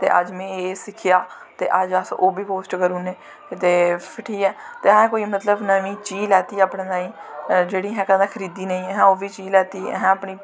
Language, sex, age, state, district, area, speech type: Dogri, female, 18-30, Jammu and Kashmir, Jammu, rural, spontaneous